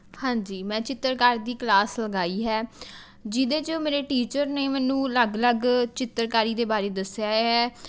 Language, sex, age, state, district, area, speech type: Punjabi, female, 18-30, Punjab, Mohali, rural, spontaneous